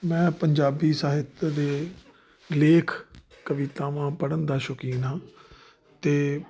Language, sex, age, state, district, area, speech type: Punjabi, male, 30-45, Punjab, Jalandhar, urban, spontaneous